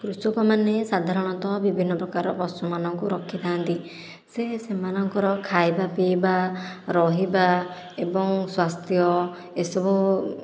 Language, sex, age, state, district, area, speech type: Odia, female, 18-30, Odisha, Khordha, rural, spontaneous